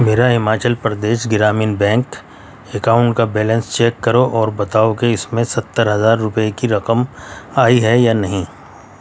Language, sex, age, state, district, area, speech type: Urdu, male, 60+, Delhi, Central Delhi, urban, read